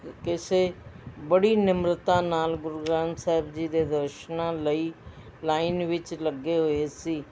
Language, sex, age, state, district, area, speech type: Punjabi, female, 60+, Punjab, Mohali, urban, spontaneous